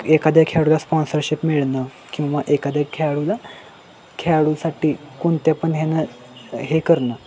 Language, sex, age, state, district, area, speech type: Marathi, male, 18-30, Maharashtra, Sangli, urban, spontaneous